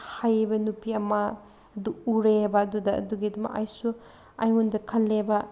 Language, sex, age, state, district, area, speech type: Manipuri, female, 18-30, Manipur, Senapati, urban, spontaneous